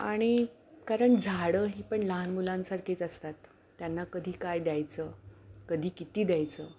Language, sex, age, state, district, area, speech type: Marathi, female, 45-60, Maharashtra, Palghar, urban, spontaneous